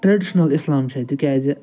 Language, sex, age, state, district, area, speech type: Kashmiri, male, 60+, Jammu and Kashmir, Ganderbal, urban, spontaneous